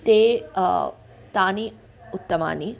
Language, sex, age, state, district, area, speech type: Sanskrit, female, 30-45, Andhra Pradesh, Guntur, urban, spontaneous